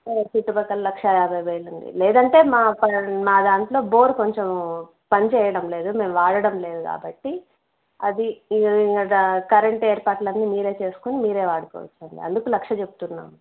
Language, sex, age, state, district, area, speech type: Telugu, female, 30-45, Andhra Pradesh, Kadapa, urban, conversation